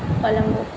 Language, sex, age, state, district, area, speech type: Maithili, female, 18-30, Bihar, Saharsa, rural, spontaneous